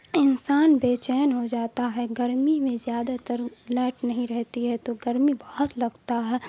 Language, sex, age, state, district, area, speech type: Urdu, female, 18-30, Bihar, Saharsa, rural, spontaneous